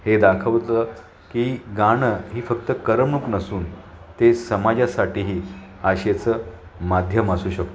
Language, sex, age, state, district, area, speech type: Marathi, male, 45-60, Maharashtra, Thane, rural, spontaneous